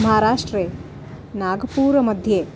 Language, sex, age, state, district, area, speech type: Sanskrit, female, 30-45, Maharashtra, Nagpur, urban, spontaneous